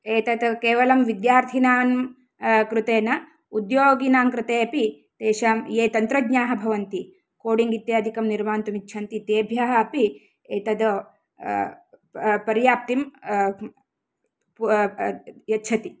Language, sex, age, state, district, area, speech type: Sanskrit, female, 30-45, Karnataka, Uttara Kannada, urban, spontaneous